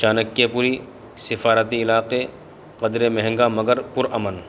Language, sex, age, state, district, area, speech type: Urdu, male, 30-45, Delhi, North East Delhi, urban, spontaneous